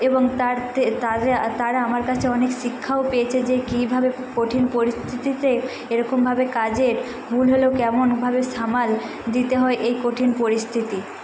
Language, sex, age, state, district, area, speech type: Bengali, female, 18-30, West Bengal, Nadia, rural, spontaneous